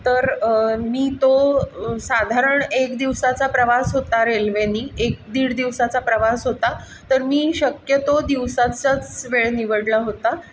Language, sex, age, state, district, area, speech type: Marathi, female, 45-60, Maharashtra, Pune, urban, spontaneous